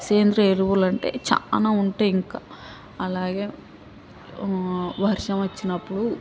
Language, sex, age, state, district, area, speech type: Telugu, female, 18-30, Telangana, Hyderabad, urban, spontaneous